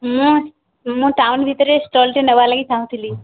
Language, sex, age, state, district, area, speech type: Odia, female, 18-30, Odisha, Subarnapur, urban, conversation